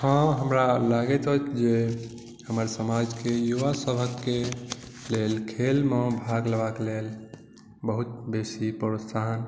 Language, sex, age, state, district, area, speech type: Maithili, male, 18-30, Bihar, Madhubani, rural, spontaneous